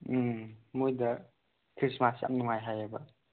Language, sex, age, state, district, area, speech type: Manipuri, male, 18-30, Manipur, Chandel, rural, conversation